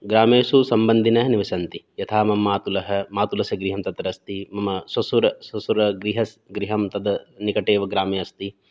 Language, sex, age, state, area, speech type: Sanskrit, male, 30-45, Rajasthan, urban, spontaneous